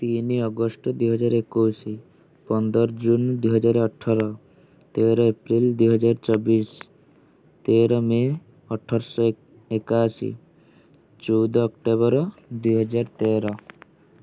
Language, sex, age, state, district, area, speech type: Odia, male, 18-30, Odisha, Kendujhar, urban, spontaneous